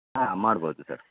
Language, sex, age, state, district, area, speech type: Kannada, male, 30-45, Karnataka, Dakshina Kannada, rural, conversation